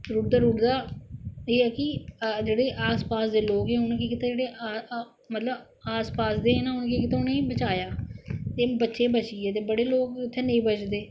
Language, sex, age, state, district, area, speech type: Dogri, female, 45-60, Jammu and Kashmir, Samba, rural, spontaneous